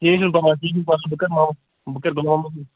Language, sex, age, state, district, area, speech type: Kashmiri, male, 18-30, Jammu and Kashmir, Anantnag, rural, conversation